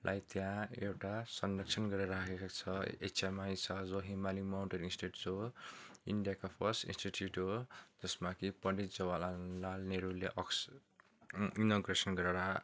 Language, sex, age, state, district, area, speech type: Nepali, male, 30-45, West Bengal, Darjeeling, rural, spontaneous